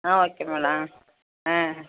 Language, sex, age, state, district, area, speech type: Tamil, female, 45-60, Tamil Nadu, Virudhunagar, rural, conversation